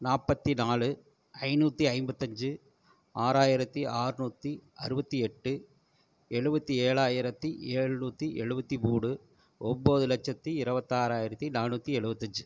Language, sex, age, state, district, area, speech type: Tamil, male, 45-60, Tamil Nadu, Erode, rural, spontaneous